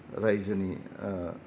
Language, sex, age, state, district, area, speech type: Bodo, male, 30-45, Assam, Kokrajhar, rural, spontaneous